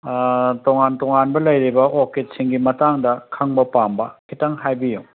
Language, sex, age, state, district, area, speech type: Manipuri, male, 45-60, Manipur, Kangpokpi, urban, conversation